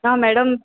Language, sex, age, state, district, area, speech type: Goan Konkani, female, 18-30, Goa, Salcete, rural, conversation